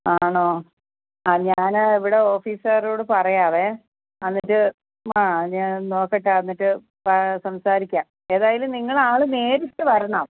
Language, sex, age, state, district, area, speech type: Malayalam, female, 45-60, Kerala, Kottayam, rural, conversation